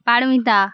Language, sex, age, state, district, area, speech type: Bengali, female, 18-30, West Bengal, Birbhum, urban, spontaneous